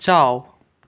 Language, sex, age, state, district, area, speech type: Manipuri, male, 18-30, Manipur, Imphal West, rural, read